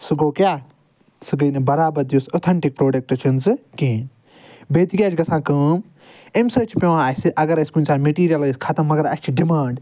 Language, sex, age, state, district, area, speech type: Kashmiri, male, 45-60, Jammu and Kashmir, Srinagar, urban, spontaneous